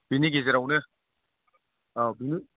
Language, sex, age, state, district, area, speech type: Bodo, male, 30-45, Assam, Chirang, rural, conversation